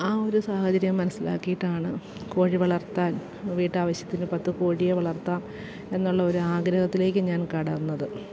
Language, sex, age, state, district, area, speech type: Malayalam, female, 30-45, Kerala, Alappuzha, rural, spontaneous